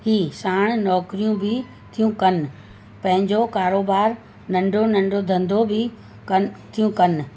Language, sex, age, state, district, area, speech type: Sindhi, female, 60+, Uttar Pradesh, Lucknow, urban, spontaneous